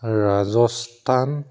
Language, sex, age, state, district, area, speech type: Assamese, male, 45-60, Assam, Charaideo, urban, spontaneous